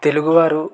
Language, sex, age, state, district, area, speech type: Telugu, male, 18-30, Telangana, Yadadri Bhuvanagiri, urban, spontaneous